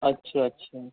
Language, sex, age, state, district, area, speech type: Urdu, male, 18-30, Delhi, Central Delhi, urban, conversation